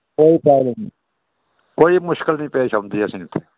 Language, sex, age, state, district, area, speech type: Dogri, male, 60+, Jammu and Kashmir, Udhampur, rural, conversation